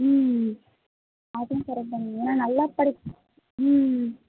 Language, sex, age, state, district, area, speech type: Tamil, female, 18-30, Tamil Nadu, Chennai, urban, conversation